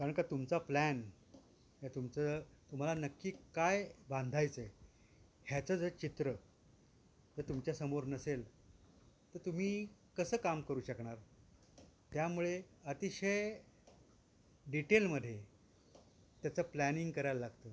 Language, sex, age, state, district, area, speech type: Marathi, male, 60+, Maharashtra, Thane, urban, spontaneous